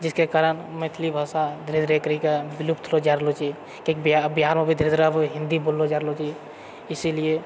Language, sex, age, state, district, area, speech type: Maithili, male, 45-60, Bihar, Purnia, rural, spontaneous